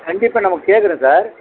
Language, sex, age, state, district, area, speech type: Tamil, male, 60+, Tamil Nadu, Krishnagiri, rural, conversation